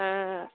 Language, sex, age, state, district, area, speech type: Maithili, female, 18-30, Bihar, Samastipur, rural, conversation